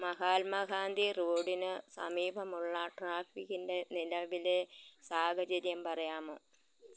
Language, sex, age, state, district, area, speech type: Malayalam, female, 60+, Kerala, Malappuram, rural, read